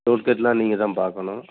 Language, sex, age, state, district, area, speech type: Tamil, male, 45-60, Tamil Nadu, Dharmapuri, rural, conversation